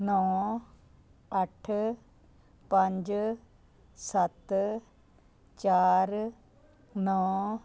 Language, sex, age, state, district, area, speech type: Punjabi, female, 60+, Punjab, Muktsar, urban, read